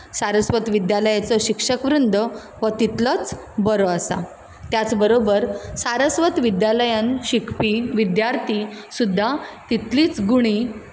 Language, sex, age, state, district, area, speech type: Goan Konkani, female, 30-45, Goa, Ponda, rural, spontaneous